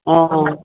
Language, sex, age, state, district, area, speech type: Assamese, female, 45-60, Assam, Dibrugarh, rural, conversation